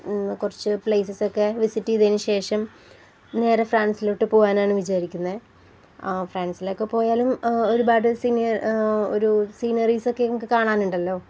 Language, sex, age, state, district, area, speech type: Malayalam, female, 18-30, Kerala, Palakkad, rural, spontaneous